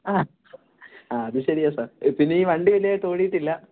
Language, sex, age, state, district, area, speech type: Malayalam, male, 18-30, Kerala, Kottayam, urban, conversation